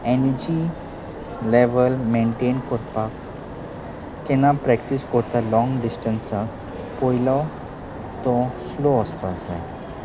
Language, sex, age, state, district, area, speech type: Goan Konkani, male, 30-45, Goa, Salcete, rural, spontaneous